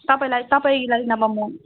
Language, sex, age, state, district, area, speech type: Nepali, female, 30-45, West Bengal, Darjeeling, rural, conversation